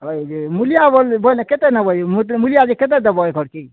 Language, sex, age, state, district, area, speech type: Odia, male, 45-60, Odisha, Kalahandi, rural, conversation